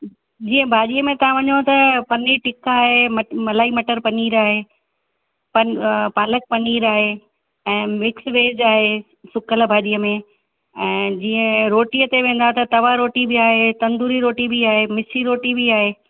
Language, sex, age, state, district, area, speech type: Sindhi, female, 60+, Rajasthan, Ajmer, urban, conversation